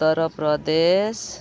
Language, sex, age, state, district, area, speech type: Odia, female, 45-60, Odisha, Sundergarh, rural, spontaneous